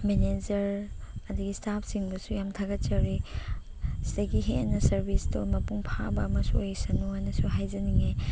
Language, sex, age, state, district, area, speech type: Manipuri, female, 45-60, Manipur, Chandel, rural, spontaneous